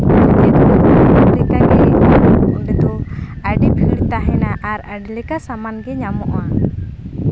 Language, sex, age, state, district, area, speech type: Santali, female, 18-30, West Bengal, Purulia, rural, spontaneous